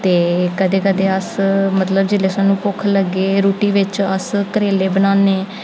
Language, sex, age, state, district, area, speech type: Dogri, female, 18-30, Jammu and Kashmir, Jammu, urban, spontaneous